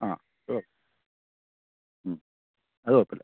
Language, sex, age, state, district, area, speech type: Malayalam, male, 30-45, Kerala, Palakkad, rural, conversation